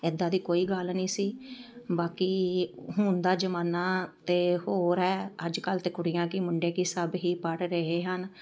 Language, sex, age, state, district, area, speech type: Punjabi, female, 45-60, Punjab, Amritsar, urban, spontaneous